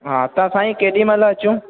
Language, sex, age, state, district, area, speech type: Sindhi, male, 18-30, Rajasthan, Ajmer, urban, conversation